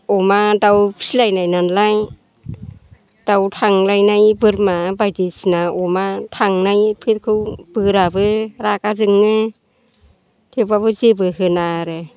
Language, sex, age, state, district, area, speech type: Bodo, female, 60+, Assam, Chirang, urban, spontaneous